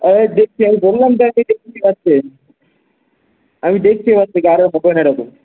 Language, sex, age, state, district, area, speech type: Bengali, male, 18-30, West Bengal, Darjeeling, urban, conversation